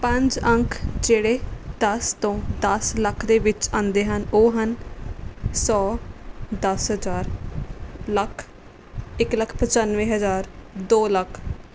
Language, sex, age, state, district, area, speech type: Punjabi, female, 18-30, Punjab, Rupnagar, rural, spontaneous